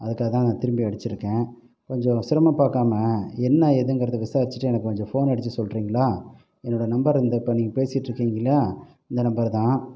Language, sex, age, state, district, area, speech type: Tamil, male, 45-60, Tamil Nadu, Pudukkottai, rural, spontaneous